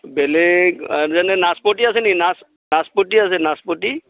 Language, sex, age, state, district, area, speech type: Assamese, male, 45-60, Assam, Darrang, rural, conversation